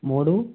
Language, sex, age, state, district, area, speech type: Telugu, male, 18-30, Telangana, Sangareddy, urban, conversation